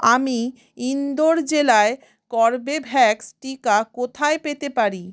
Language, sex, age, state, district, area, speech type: Bengali, female, 45-60, West Bengal, South 24 Parganas, rural, read